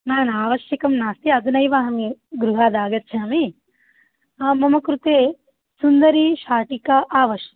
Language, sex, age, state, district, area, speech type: Sanskrit, female, 30-45, Telangana, Ranga Reddy, urban, conversation